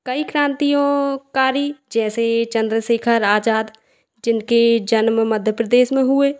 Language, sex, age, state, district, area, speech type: Hindi, female, 18-30, Madhya Pradesh, Hoshangabad, rural, spontaneous